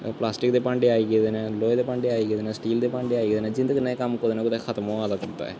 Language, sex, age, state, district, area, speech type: Dogri, male, 18-30, Jammu and Kashmir, Kathua, rural, spontaneous